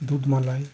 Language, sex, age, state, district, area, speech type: Bengali, male, 45-60, West Bengal, Howrah, urban, spontaneous